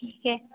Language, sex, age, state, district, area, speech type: Hindi, female, 18-30, Bihar, Darbhanga, rural, conversation